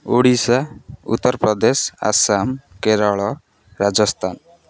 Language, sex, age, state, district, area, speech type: Odia, male, 18-30, Odisha, Jagatsinghpur, rural, spontaneous